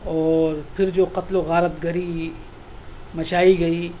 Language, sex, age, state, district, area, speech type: Urdu, male, 30-45, Delhi, South Delhi, urban, spontaneous